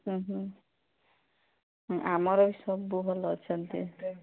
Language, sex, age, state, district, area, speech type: Odia, female, 30-45, Odisha, Nabarangpur, urban, conversation